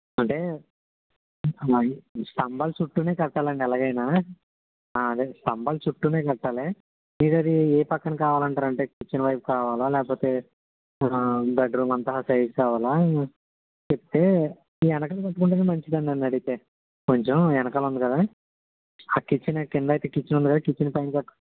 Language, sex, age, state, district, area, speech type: Telugu, male, 18-30, Andhra Pradesh, N T Rama Rao, urban, conversation